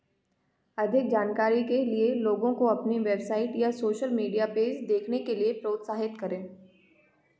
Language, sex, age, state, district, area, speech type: Hindi, female, 18-30, Madhya Pradesh, Gwalior, rural, read